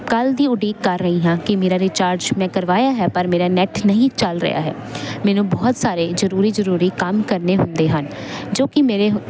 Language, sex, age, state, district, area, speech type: Punjabi, female, 18-30, Punjab, Jalandhar, urban, spontaneous